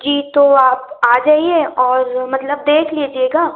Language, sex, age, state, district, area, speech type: Hindi, female, 18-30, Madhya Pradesh, Betul, urban, conversation